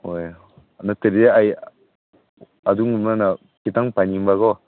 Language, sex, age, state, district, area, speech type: Manipuri, male, 18-30, Manipur, Senapati, rural, conversation